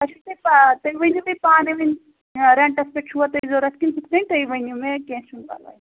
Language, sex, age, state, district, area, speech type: Kashmiri, female, 30-45, Jammu and Kashmir, Pulwama, rural, conversation